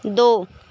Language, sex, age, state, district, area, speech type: Hindi, female, 45-60, Uttar Pradesh, Sonbhadra, rural, read